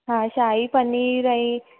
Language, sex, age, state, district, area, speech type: Sindhi, female, 18-30, Rajasthan, Ajmer, urban, conversation